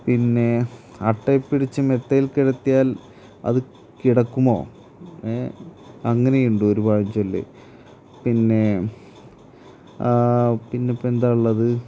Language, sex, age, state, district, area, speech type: Malayalam, male, 30-45, Kerala, Malappuram, rural, spontaneous